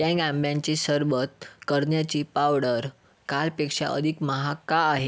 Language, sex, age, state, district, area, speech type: Marathi, male, 18-30, Maharashtra, Yavatmal, rural, read